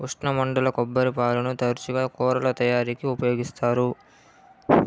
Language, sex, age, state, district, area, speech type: Telugu, male, 30-45, Andhra Pradesh, Chittoor, urban, spontaneous